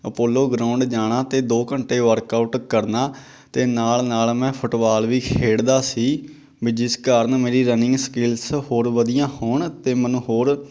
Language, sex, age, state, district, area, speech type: Punjabi, male, 18-30, Punjab, Patiala, rural, spontaneous